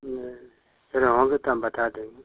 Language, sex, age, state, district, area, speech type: Hindi, male, 60+, Uttar Pradesh, Ghazipur, rural, conversation